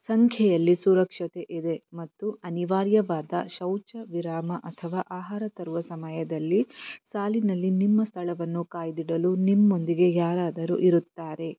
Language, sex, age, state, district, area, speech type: Kannada, female, 30-45, Karnataka, Shimoga, rural, read